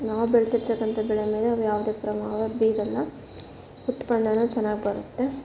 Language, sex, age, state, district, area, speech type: Kannada, female, 18-30, Karnataka, Davanagere, rural, spontaneous